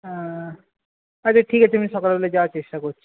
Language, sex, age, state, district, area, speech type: Bengali, male, 18-30, West Bengal, Nadia, rural, conversation